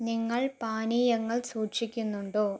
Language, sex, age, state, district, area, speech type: Malayalam, female, 45-60, Kerala, Palakkad, urban, read